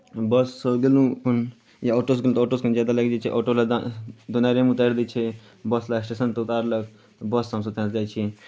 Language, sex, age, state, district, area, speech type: Maithili, male, 18-30, Bihar, Darbhanga, rural, spontaneous